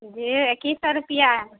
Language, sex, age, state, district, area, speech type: Urdu, female, 30-45, Bihar, Khagaria, rural, conversation